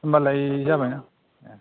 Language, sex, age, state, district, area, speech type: Bodo, male, 30-45, Assam, Kokrajhar, rural, conversation